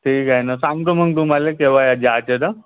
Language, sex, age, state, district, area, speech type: Marathi, male, 18-30, Maharashtra, Nagpur, rural, conversation